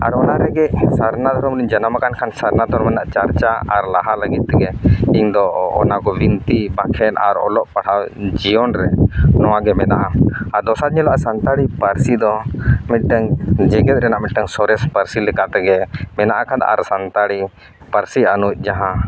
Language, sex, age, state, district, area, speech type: Santali, male, 30-45, Jharkhand, East Singhbhum, rural, spontaneous